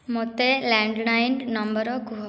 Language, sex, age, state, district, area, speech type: Odia, female, 18-30, Odisha, Malkangiri, rural, read